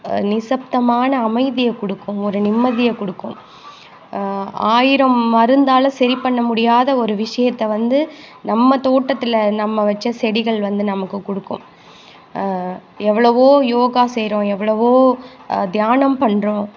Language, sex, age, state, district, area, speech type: Tamil, female, 45-60, Tamil Nadu, Thanjavur, rural, spontaneous